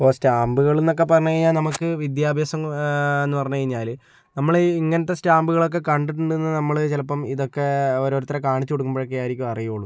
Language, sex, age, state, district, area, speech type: Malayalam, male, 60+, Kerala, Kozhikode, urban, spontaneous